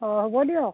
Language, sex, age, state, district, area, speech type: Assamese, female, 60+, Assam, Darrang, rural, conversation